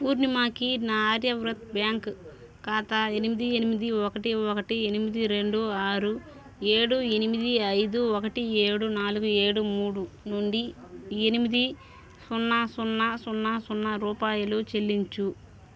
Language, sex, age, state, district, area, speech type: Telugu, female, 30-45, Andhra Pradesh, Sri Balaji, rural, read